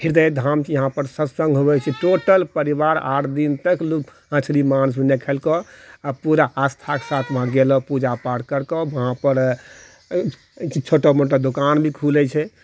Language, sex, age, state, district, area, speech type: Maithili, male, 60+, Bihar, Purnia, rural, spontaneous